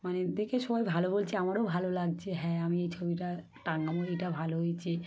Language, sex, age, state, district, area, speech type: Bengali, female, 30-45, West Bengal, Dakshin Dinajpur, urban, spontaneous